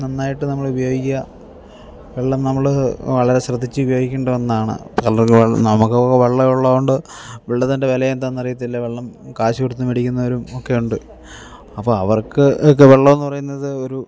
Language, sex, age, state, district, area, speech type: Malayalam, male, 45-60, Kerala, Idukki, rural, spontaneous